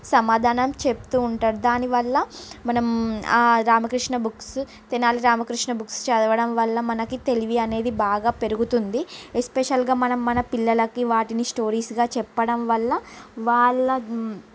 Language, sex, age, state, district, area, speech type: Telugu, female, 45-60, Andhra Pradesh, Srikakulam, urban, spontaneous